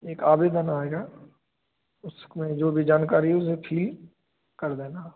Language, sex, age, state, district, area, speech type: Hindi, male, 30-45, Madhya Pradesh, Hoshangabad, rural, conversation